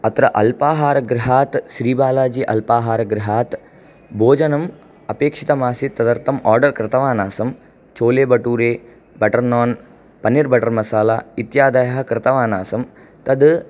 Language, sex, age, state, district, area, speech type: Sanskrit, male, 18-30, Andhra Pradesh, Chittoor, urban, spontaneous